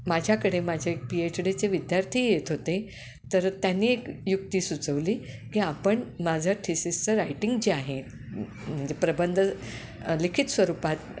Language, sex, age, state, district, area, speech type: Marathi, female, 60+, Maharashtra, Kolhapur, urban, spontaneous